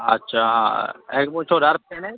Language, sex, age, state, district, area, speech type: Bengali, male, 18-30, West Bengal, Uttar Dinajpur, rural, conversation